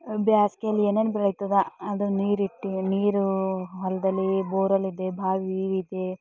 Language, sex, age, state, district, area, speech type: Kannada, female, 45-60, Karnataka, Bidar, rural, spontaneous